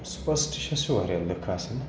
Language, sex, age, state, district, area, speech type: Kashmiri, male, 30-45, Jammu and Kashmir, Srinagar, urban, spontaneous